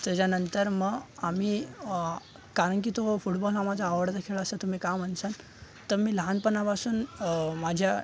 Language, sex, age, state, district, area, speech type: Marathi, male, 18-30, Maharashtra, Thane, urban, spontaneous